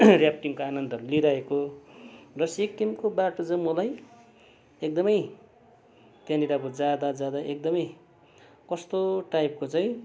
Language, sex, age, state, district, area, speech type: Nepali, male, 45-60, West Bengal, Darjeeling, rural, spontaneous